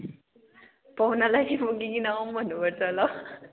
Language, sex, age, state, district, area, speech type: Nepali, female, 18-30, West Bengal, Kalimpong, rural, conversation